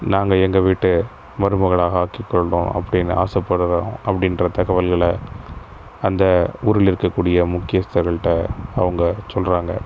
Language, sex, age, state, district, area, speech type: Tamil, male, 30-45, Tamil Nadu, Pudukkottai, rural, spontaneous